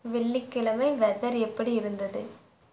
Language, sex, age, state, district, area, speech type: Tamil, female, 18-30, Tamil Nadu, Erode, rural, read